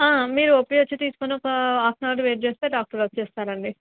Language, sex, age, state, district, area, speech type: Telugu, female, 18-30, Andhra Pradesh, Kurnool, urban, conversation